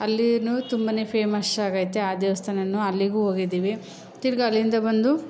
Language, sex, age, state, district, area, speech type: Kannada, female, 30-45, Karnataka, Chamarajanagar, rural, spontaneous